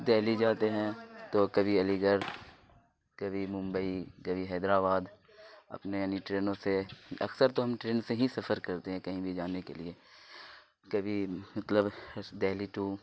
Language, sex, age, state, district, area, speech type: Urdu, male, 30-45, Bihar, Khagaria, rural, spontaneous